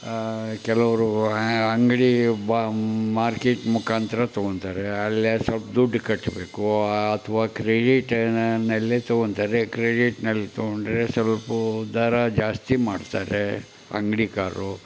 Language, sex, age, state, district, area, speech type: Kannada, male, 60+, Karnataka, Koppal, rural, spontaneous